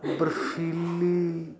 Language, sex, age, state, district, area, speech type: Punjabi, male, 45-60, Punjab, Jalandhar, urban, spontaneous